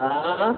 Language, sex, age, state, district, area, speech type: Hindi, male, 18-30, Uttar Pradesh, Ghazipur, rural, conversation